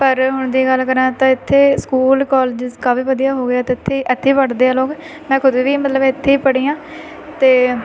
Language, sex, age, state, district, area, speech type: Punjabi, female, 18-30, Punjab, Shaheed Bhagat Singh Nagar, urban, spontaneous